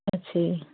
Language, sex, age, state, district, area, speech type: Punjabi, female, 18-30, Punjab, Fatehgarh Sahib, rural, conversation